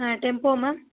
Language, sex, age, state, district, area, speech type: Tamil, female, 45-60, Tamil Nadu, Tiruvarur, rural, conversation